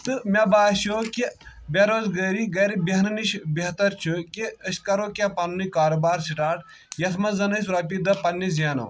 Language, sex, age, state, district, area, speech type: Kashmiri, male, 18-30, Jammu and Kashmir, Kulgam, rural, spontaneous